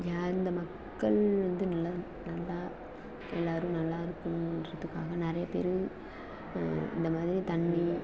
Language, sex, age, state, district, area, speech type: Tamil, female, 18-30, Tamil Nadu, Thanjavur, rural, spontaneous